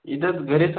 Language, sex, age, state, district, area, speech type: Marathi, male, 18-30, Maharashtra, Hingoli, urban, conversation